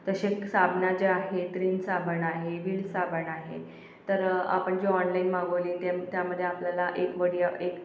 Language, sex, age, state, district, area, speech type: Marathi, female, 18-30, Maharashtra, Akola, urban, spontaneous